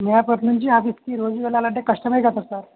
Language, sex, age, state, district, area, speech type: Telugu, male, 18-30, Telangana, Jangaon, rural, conversation